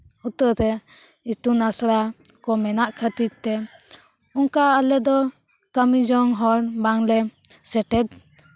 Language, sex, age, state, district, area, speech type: Santali, female, 18-30, West Bengal, Bankura, rural, spontaneous